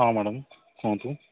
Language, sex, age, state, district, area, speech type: Odia, male, 45-60, Odisha, Kandhamal, rural, conversation